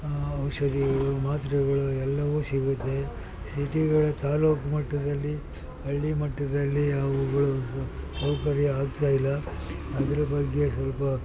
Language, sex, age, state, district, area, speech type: Kannada, male, 60+, Karnataka, Mysore, rural, spontaneous